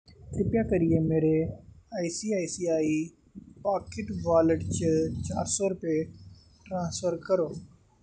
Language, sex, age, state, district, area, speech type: Dogri, male, 30-45, Jammu and Kashmir, Jammu, urban, read